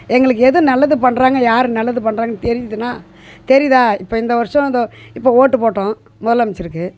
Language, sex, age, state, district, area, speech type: Tamil, female, 60+, Tamil Nadu, Tiruvannamalai, rural, spontaneous